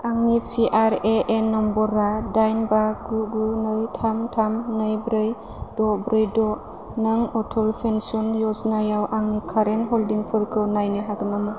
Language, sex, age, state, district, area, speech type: Bodo, female, 30-45, Assam, Chirang, urban, read